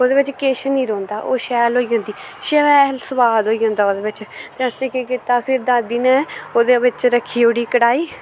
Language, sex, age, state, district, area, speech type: Dogri, female, 18-30, Jammu and Kashmir, Udhampur, rural, spontaneous